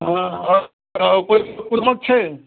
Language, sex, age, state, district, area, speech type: Maithili, male, 30-45, Bihar, Darbhanga, urban, conversation